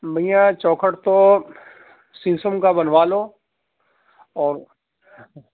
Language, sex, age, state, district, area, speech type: Urdu, male, 30-45, Uttar Pradesh, Gautam Buddha Nagar, urban, conversation